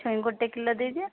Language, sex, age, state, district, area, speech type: Odia, female, 45-60, Odisha, Angul, rural, conversation